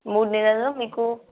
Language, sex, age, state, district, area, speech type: Telugu, female, 18-30, Telangana, Nizamabad, urban, conversation